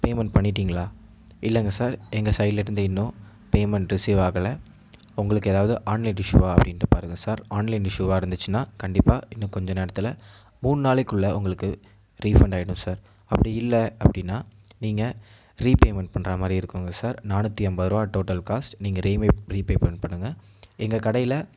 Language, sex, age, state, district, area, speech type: Tamil, male, 18-30, Tamil Nadu, Mayiladuthurai, urban, spontaneous